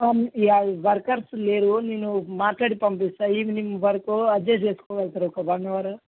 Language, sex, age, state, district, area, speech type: Telugu, male, 18-30, Telangana, Ranga Reddy, urban, conversation